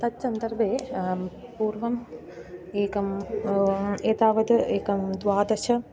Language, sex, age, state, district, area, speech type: Sanskrit, female, 18-30, Kerala, Kannur, urban, spontaneous